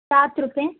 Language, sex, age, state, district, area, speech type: Urdu, female, 18-30, Bihar, Khagaria, rural, conversation